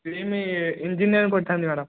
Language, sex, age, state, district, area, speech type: Odia, male, 18-30, Odisha, Khordha, rural, conversation